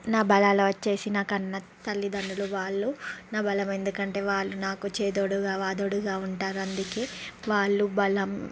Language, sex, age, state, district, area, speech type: Telugu, female, 30-45, Andhra Pradesh, Srikakulam, urban, spontaneous